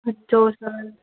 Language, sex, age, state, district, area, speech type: Tamil, female, 60+, Tamil Nadu, Cuddalore, urban, conversation